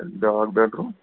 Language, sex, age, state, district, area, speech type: Kashmiri, male, 18-30, Jammu and Kashmir, Shopian, rural, conversation